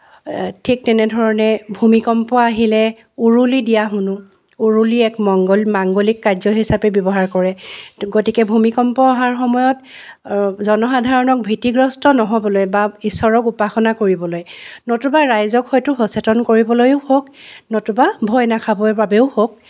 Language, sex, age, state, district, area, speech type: Assamese, female, 45-60, Assam, Charaideo, urban, spontaneous